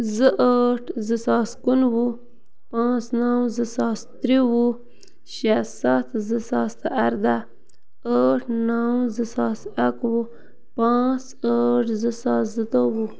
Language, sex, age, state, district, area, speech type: Kashmiri, female, 18-30, Jammu and Kashmir, Bandipora, rural, spontaneous